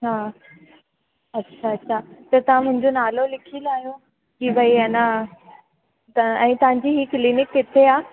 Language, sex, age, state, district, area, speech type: Sindhi, female, 18-30, Rajasthan, Ajmer, urban, conversation